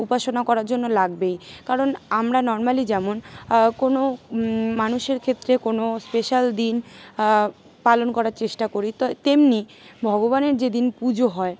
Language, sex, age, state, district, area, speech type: Bengali, female, 18-30, West Bengal, Kolkata, urban, spontaneous